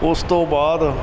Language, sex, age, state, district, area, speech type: Punjabi, male, 30-45, Punjab, Barnala, rural, spontaneous